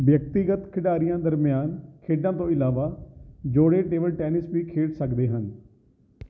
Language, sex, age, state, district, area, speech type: Punjabi, male, 30-45, Punjab, Kapurthala, urban, read